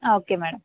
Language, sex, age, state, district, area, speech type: Malayalam, female, 18-30, Kerala, Idukki, rural, conversation